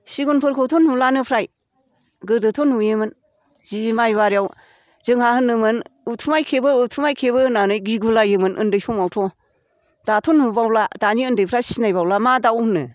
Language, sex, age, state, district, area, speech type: Bodo, female, 60+, Assam, Chirang, rural, spontaneous